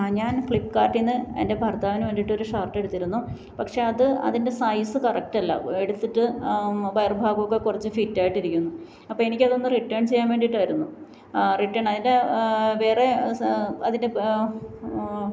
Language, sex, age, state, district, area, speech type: Malayalam, female, 30-45, Kerala, Alappuzha, rural, spontaneous